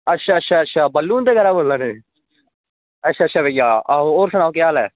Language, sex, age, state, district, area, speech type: Dogri, male, 18-30, Jammu and Kashmir, Kathua, rural, conversation